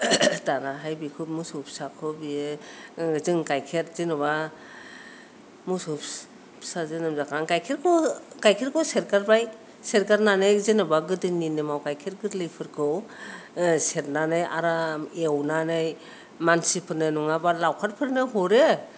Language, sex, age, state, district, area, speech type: Bodo, female, 60+, Assam, Kokrajhar, rural, spontaneous